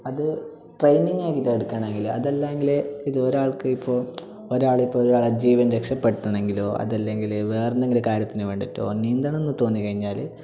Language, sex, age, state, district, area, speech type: Malayalam, male, 18-30, Kerala, Kasaragod, urban, spontaneous